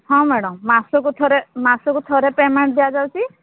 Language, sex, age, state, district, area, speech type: Odia, female, 30-45, Odisha, Sambalpur, rural, conversation